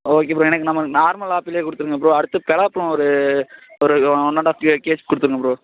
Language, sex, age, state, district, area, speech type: Tamil, male, 18-30, Tamil Nadu, Perambalur, rural, conversation